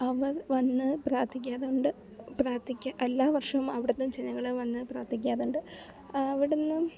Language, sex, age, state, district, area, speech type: Malayalam, female, 18-30, Kerala, Alappuzha, rural, spontaneous